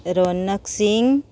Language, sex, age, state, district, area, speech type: Odia, female, 45-60, Odisha, Sundergarh, rural, spontaneous